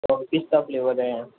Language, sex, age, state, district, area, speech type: Hindi, male, 45-60, Rajasthan, Jodhpur, urban, conversation